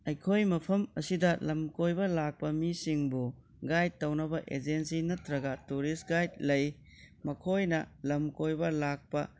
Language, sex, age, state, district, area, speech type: Manipuri, male, 45-60, Manipur, Tengnoupal, rural, spontaneous